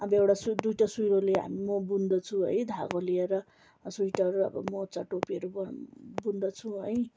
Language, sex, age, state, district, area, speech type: Nepali, female, 30-45, West Bengal, Darjeeling, rural, spontaneous